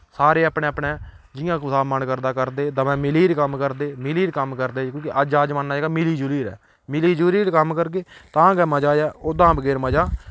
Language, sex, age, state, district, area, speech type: Dogri, male, 18-30, Jammu and Kashmir, Udhampur, rural, spontaneous